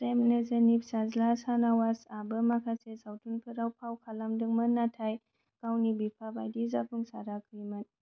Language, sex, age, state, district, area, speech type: Bodo, female, 18-30, Assam, Kokrajhar, rural, read